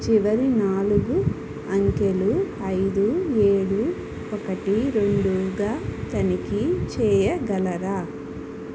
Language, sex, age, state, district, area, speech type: Telugu, female, 30-45, Andhra Pradesh, N T Rama Rao, urban, read